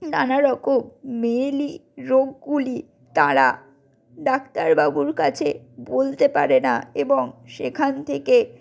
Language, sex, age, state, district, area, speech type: Bengali, female, 60+, West Bengal, Purulia, urban, spontaneous